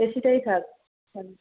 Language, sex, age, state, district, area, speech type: Bengali, female, 30-45, West Bengal, Paschim Medinipur, rural, conversation